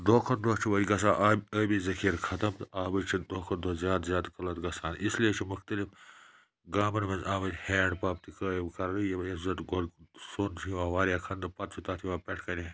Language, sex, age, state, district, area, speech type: Kashmiri, male, 18-30, Jammu and Kashmir, Budgam, rural, spontaneous